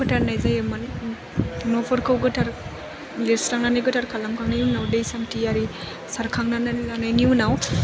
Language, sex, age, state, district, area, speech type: Bodo, female, 18-30, Assam, Chirang, rural, spontaneous